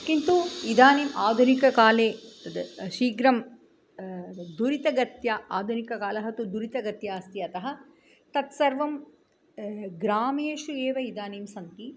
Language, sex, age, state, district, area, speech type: Sanskrit, female, 45-60, Tamil Nadu, Chennai, urban, spontaneous